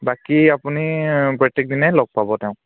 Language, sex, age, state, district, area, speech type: Assamese, male, 18-30, Assam, Charaideo, rural, conversation